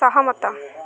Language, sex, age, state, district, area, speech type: Odia, female, 18-30, Odisha, Jagatsinghpur, rural, read